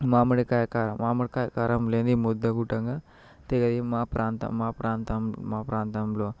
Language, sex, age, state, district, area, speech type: Telugu, male, 18-30, Telangana, Vikarabad, urban, spontaneous